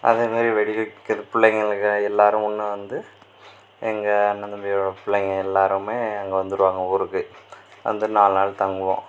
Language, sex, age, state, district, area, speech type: Tamil, male, 18-30, Tamil Nadu, Perambalur, rural, spontaneous